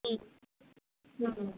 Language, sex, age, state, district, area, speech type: Tamil, female, 30-45, Tamil Nadu, Chennai, urban, conversation